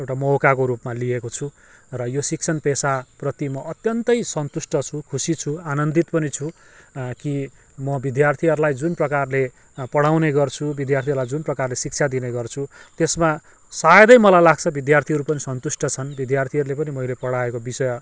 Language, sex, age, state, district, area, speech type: Nepali, male, 45-60, West Bengal, Kalimpong, rural, spontaneous